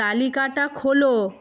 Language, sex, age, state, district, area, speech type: Bengali, female, 60+, West Bengal, Paschim Medinipur, rural, read